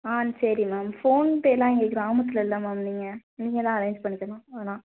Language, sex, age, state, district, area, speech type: Tamil, female, 18-30, Tamil Nadu, Madurai, urban, conversation